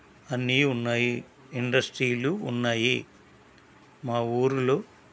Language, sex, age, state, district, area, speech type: Telugu, male, 60+, Andhra Pradesh, East Godavari, rural, spontaneous